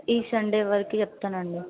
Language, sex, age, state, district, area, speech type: Telugu, female, 18-30, Telangana, Sangareddy, urban, conversation